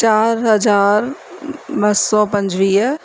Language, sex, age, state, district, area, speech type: Sindhi, female, 30-45, Rajasthan, Ajmer, urban, spontaneous